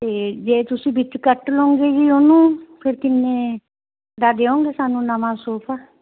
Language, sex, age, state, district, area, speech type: Punjabi, female, 60+, Punjab, Barnala, rural, conversation